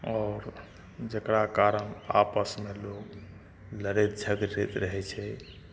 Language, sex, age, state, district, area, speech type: Maithili, male, 60+, Bihar, Madhepura, urban, spontaneous